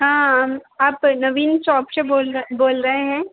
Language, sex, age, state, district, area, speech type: Hindi, female, 18-30, Madhya Pradesh, Harda, urban, conversation